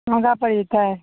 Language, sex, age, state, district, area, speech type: Maithili, female, 18-30, Bihar, Madhepura, urban, conversation